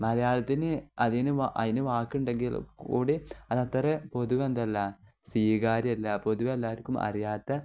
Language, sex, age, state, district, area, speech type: Malayalam, male, 18-30, Kerala, Kozhikode, rural, spontaneous